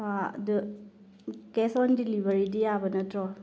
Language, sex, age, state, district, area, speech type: Manipuri, female, 30-45, Manipur, Thoubal, rural, spontaneous